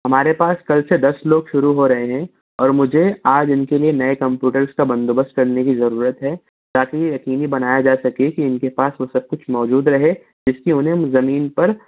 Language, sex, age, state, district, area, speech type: Urdu, male, 60+, Maharashtra, Nashik, urban, conversation